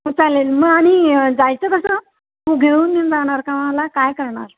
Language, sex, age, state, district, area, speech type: Marathi, female, 60+, Maharashtra, Pune, urban, conversation